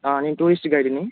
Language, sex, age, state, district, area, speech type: Telugu, male, 18-30, Telangana, Bhadradri Kothagudem, urban, conversation